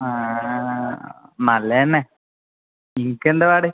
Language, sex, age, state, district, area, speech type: Malayalam, male, 18-30, Kerala, Kozhikode, urban, conversation